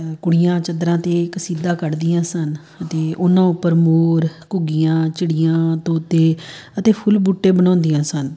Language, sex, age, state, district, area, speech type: Punjabi, female, 30-45, Punjab, Tarn Taran, urban, spontaneous